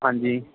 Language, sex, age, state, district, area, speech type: Punjabi, male, 45-60, Punjab, Barnala, rural, conversation